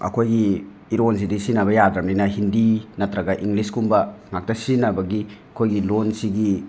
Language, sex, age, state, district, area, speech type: Manipuri, male, 45-60, Manipur, Imphal West, rural, spontaneous